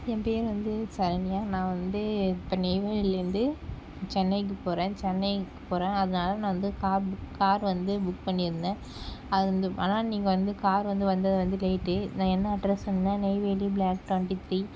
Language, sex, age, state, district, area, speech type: Tamil, female, 60+, Tamil Nadu, Cuddalore, rural, spontaneous